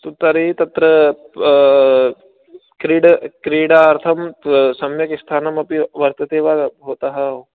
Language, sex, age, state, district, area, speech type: Sanskrit, male, 18-30, Rajasthan, Jaipur, urban, conversation